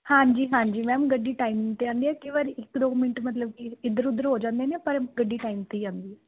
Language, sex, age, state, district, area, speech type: Punjabi, female, 18-30, Punjab, Rupnagar, urban, conversation